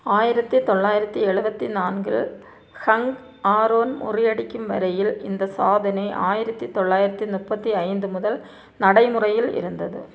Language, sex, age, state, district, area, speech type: Tamil, female, 30-45, Tamil Nadu, Nilgiris, rural, read